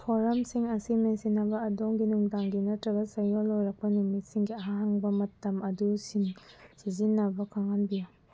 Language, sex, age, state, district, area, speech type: Manipuri, female, 18-30, Manipur, Senapati, rural, read